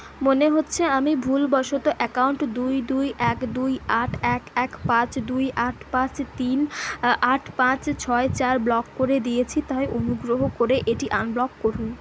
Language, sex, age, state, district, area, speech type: Bengali, female, 45-60, West Bengal, Purulia, urban, read